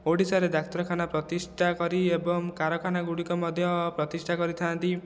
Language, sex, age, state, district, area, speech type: Odia, male, 18-30, Odisha, Khordha, rural, spontaneous